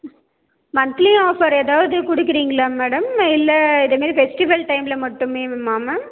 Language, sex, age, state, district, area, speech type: Tamil, female, 30-45, Tamil Nadu, Salem, rural, conversation